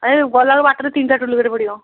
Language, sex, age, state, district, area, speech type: Odia, female, 18-30, Odisha, Kendujhar, urban, conversation